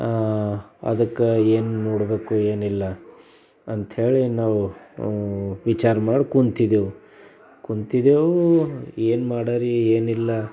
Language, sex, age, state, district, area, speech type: Kannada, male, 45-60, Karnataka, Bidar, urban, spontaneous